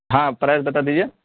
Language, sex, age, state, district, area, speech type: Urdu, male, 18-30, Bihar, Purnia, rural, conversation